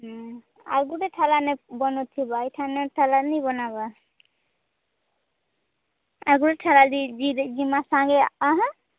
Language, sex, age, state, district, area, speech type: Odia, female, 18-30, Odisha, Nuapada, urban, conversation